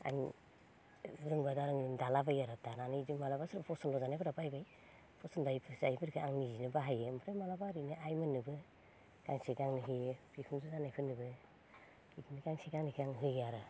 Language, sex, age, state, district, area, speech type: Bodo, female, 30-45, Assam, Baksa, rural, spontaneous